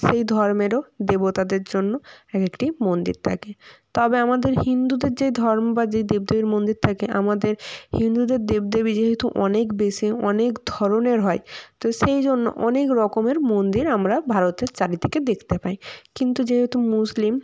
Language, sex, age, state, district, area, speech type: Bengali, female, 18-30, West Bengal, Jalpaiguri, rural, spontaneous